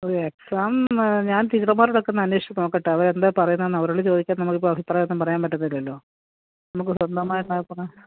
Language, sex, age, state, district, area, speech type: Malayalam, female, 45-60, Kerala, Pathanamthitta, rural, conversation